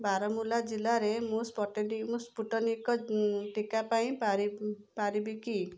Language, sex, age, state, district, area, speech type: Odia, female, 45-60, Odisha, Kendujhar, urban, read